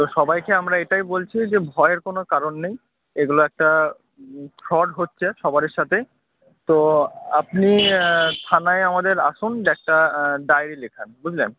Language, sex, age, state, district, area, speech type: Bengali, male, 18-30, West Bengal, Murshidabad, urban, conversation